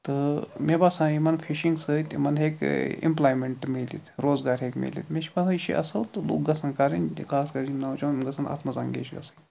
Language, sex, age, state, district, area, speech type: Kashmiri, male, 45-60, Jammu and Kashmir, Budgam, rural, spontaneous